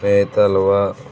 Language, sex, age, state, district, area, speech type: Telugu, male, 30-45, Andhra Pradesh, Bapatla, rural, spontaneous